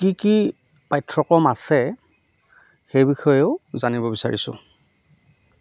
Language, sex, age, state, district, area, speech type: Assamese, male, 30-45, Assam, Dhemaji, rural, spontaneous